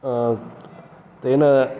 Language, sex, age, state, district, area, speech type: Sanskrit, male, 30-45, Karnataka, Shimoga, rural, spontaneous